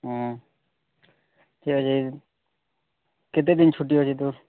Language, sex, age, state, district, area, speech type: Odia, male, 18-30, Odisha, Bargarh, urban, conversation